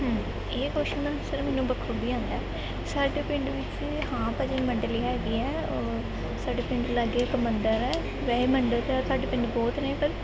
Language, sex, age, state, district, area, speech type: Punjabi, female, 18-30, Punjab, Gurdaspur, urban, spontaneous